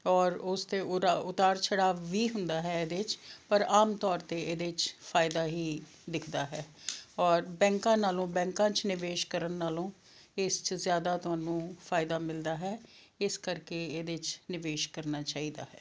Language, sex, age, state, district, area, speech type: Punjabi, female, 60+, Punjab, Fazilka, rural, spontaneous